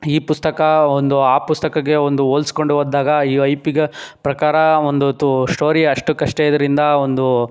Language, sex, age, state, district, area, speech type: Kannada, male, 18-30, Karnataka, Chikkaballapur, urban, spontaneous